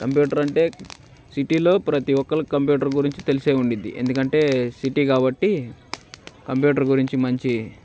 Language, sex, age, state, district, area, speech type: Telugu, male, 18-30, Andhra Pradesh, Bapatla, rural, spontaneous